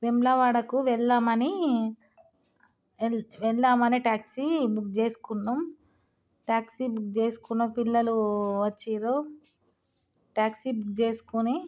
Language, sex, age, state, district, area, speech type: Telugu, female, 30-45, Telangana, Jagtial, rural, spontaneous